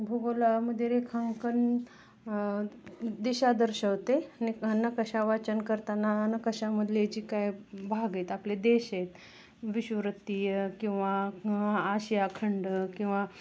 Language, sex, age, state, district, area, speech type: Marathi, female, 30-45, Maharashtra, Osmanabad, rural, spontaneous